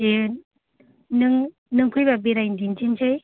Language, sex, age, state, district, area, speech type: Bodo, female, 30-45, Assam, Kokrajhar, rural, conversation